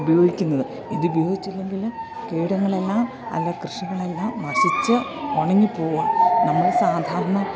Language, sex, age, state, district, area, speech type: Malayalam, female, 45-60, Kerala, Idukki, rural, spontaneous